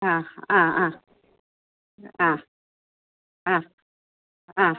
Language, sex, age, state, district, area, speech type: Malayalam, female, 45-60, Kerala, Kasaragod, rural, conversation